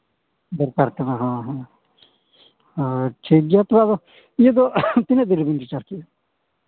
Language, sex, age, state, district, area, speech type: Santali, male, 45-60, Jharkhand, East Singhbhum, rural, conversation